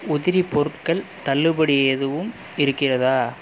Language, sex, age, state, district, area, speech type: Tamil, male, 18-30, Tamil Nadu, Pudukkottai, rural, read